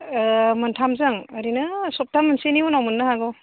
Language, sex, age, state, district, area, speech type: Bodo, female, 30-45, Assam, Udalguri, urban, conversation